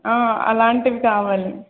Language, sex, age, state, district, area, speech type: Telugu, female, 18-30, Telangana, Karimnagar, urban, conversation